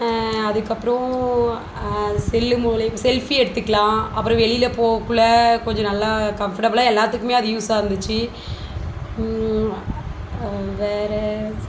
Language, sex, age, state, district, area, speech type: Tamil, female, 30-45, Tamil Nadu, Dharmapuri, rural, spontaneous